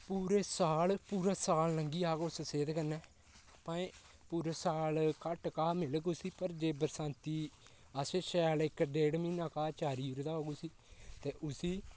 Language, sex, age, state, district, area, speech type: Dogri, male, 18-30, Jammu and Kashmir, Kathua, rural, spontaneous